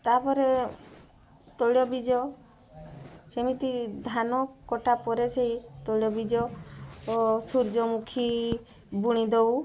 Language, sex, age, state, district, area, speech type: Odia, female, 30-45, Odisha, Mayurbhanj, rural, spontaneous